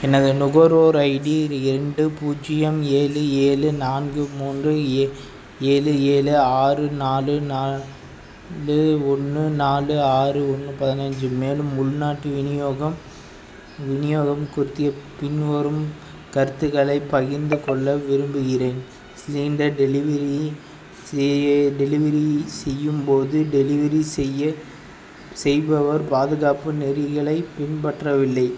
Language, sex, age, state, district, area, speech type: Tamil, male, 18-30, Tamil Nadu, Madurai, urban, read